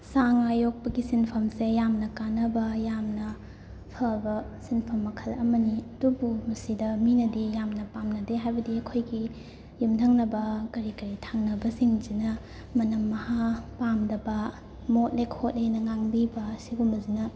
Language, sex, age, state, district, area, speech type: Manipuri, female, 18-30, Manipur, Imphal West, rural, spontaneous